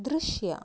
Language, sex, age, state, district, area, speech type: Kannada, female, 30-45, Karnataka, Udupi, rural, read